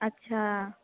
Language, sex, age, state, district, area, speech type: Hindi, female, 18-30, Bihar, Samastipur, urban, conversation